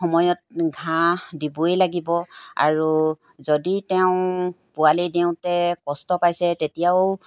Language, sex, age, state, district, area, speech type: Assamese, female, 45-60, Assam, Golaghat, rural, spontaneous